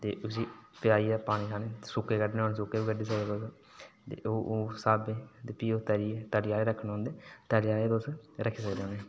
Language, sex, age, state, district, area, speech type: Dogri, male, 18-30, Jammu and Kashmir, Udhampur, rural, spontaneous